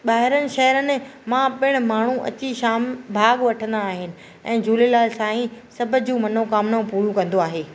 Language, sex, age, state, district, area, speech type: Sindhi, female, 45-60, Maharashtra, Thane, urban, spontaneous